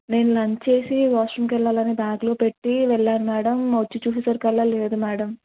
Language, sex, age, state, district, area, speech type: Telugu, female, 18-30, Telangana, Nalgonda, urban, conversation